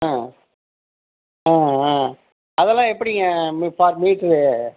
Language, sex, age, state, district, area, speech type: Tamil, male, 45-60, Tamil Nadu, Tiruchirappalli, rural, conversation